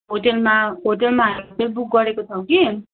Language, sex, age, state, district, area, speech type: Nepali, female, 18-30, West Bengal, Kalimpong, rural, conversation